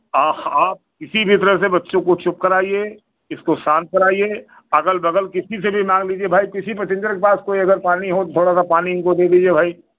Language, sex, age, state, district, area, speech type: Hindi, male, 60+, Uttar Pradesh, Lucknow, rural, conversation